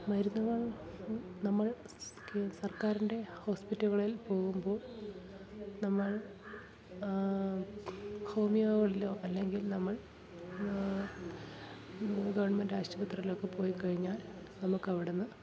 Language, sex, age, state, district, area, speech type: Malayalam, female, 30-45, Kerala, Kollam, rural, spontaneous